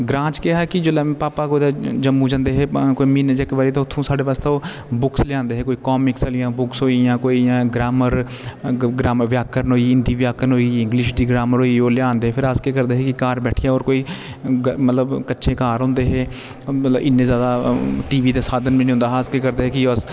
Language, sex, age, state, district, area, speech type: Dogri, male, 30-45, Jammu and Kashmir, Jammu, rural, spontaneous